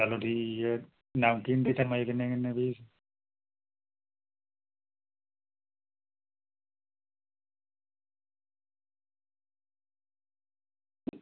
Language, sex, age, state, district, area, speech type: Dogri, male, 30-45, Jammu and Kashmir, Reasi, rural, conversation